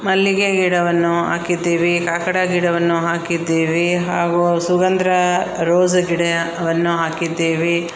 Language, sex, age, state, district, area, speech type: Kannada, female, 45-60, Karnataka, Bangalore Rural, rural, spontaneous